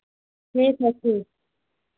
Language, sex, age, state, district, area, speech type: Hindi, female, 60+, Uttar Pradesh, Ayodhya, rural, conversation